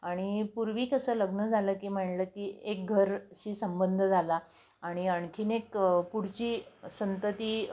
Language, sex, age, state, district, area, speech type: Marathi, female, 60+, Maharashtra, Nashik, urban, spontaneous